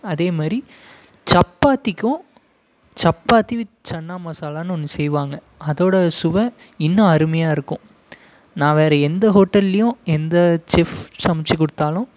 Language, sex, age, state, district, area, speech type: Tamil, male, 18-30, Tamil Nadu, Krishnagiri, rural, spontaneous